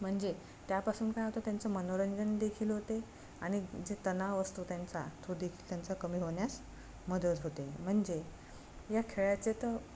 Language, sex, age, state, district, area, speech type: Marathi, female, 30-45, Maharashtra, Amravati, rural, spontaneous